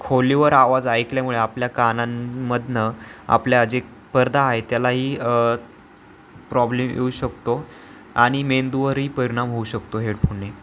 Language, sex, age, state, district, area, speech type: Marathi, male, 18-30, Maharashtra, Ahmednagar, urban, spontaneous